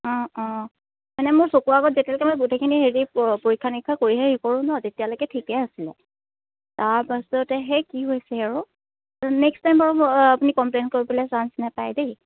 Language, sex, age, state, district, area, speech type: Assamese, female, 30-45, Assam, Charaideo, urban, conversation